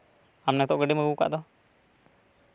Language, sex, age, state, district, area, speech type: Santali, male, 18-30, West Bengal, Purba Bardhaman, rural, spontaneous